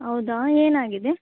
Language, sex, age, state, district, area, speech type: Kannada, female, 18-30, Karnataka, Chikkaballapur, rural, conversation